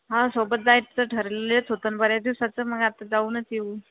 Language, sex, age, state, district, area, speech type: Marathi, female, 30-45, Maharashtra, Buldhana, rural, conversation